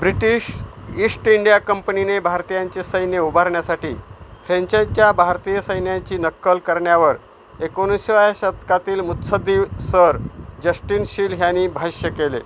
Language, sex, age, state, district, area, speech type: Marathi, male, 60+, Maharashtra, Osmanabad, rural, read